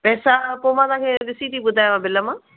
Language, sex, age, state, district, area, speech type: Sindhi, female, 45-60, Gujarat, Kutch, urban, conversation